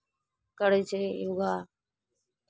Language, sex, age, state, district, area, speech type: Maithili, female, 30-45, Bihar, Araria, rural, spontaneous